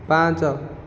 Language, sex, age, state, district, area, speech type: Odia, male, 18-30, Odisha, Nayagarh, rural, read